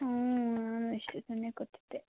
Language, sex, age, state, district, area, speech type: Kannada, female, 45-60, Karnataka, Tumkur, rural, conversation